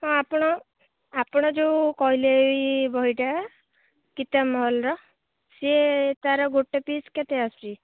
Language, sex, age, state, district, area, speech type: Odia, female, 18-30, Odisha, Jagatsinghpur, rural, conversation